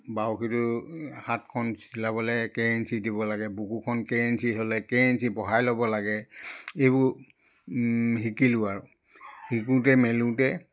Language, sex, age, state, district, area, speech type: Assamese, male, 60+, Assam, Charaideo, rural, spontaneous